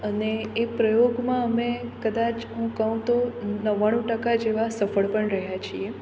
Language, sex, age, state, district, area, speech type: Gujarati, female, 18-30, Gujarat, Surat, urban, spontaneous